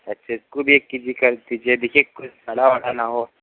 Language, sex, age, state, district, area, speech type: Hindi, male, 45-60, Uttar Pradesh, Sonbhadra, rural, conversation